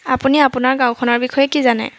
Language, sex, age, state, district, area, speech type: Assamese, female, 30-45, Assam, Jorhat, urban, spontaneous